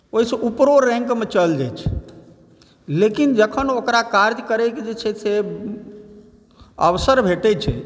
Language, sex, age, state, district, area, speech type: Maithili, male, 45-60, Bihar, Supaul, rural, spontaneous